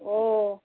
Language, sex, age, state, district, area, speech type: Bengali, female, 60+, West Bengal, Darjeeling, rural, conversation